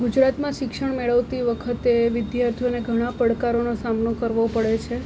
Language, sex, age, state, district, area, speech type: Gujarati, female, 30-45, Gujarat, Surat, urban, spontaneous